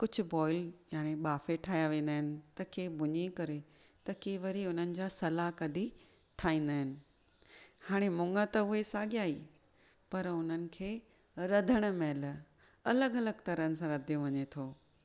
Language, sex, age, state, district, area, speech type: Sindhi, female, 45-60, Maharashtra, Thane, urban, spontaneous